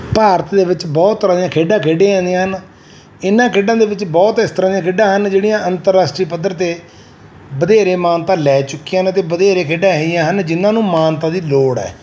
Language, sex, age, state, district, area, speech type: Punjabi, male, 45-60, Punjab, Mansa, urban, spontaneous